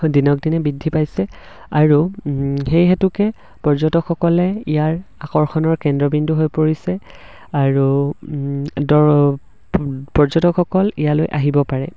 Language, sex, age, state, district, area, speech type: Assamese, male, 18-30, Assam, Charaideo, rural, spontaneous